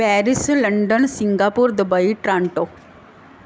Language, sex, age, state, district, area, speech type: Punjabi, female, 30-45, Punjab, Mansa, urban, spontaneous